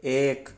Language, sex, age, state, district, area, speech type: Hindi, male, 18-30, Madhya Pradesh, Indore, urban, read